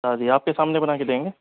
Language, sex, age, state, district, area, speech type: Urdu, male, 45-60, Uttar Pradesh, Muzaffarnagar, urban, conversation